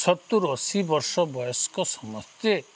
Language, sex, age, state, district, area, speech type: Odia, male, 45-60, Odisha, Nuapada, rural, spontaneous